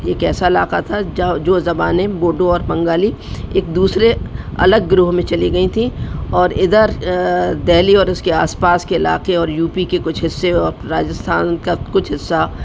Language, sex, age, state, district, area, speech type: Urdu, female, 60+, Delhi, North East Delhi, urban, spontaneous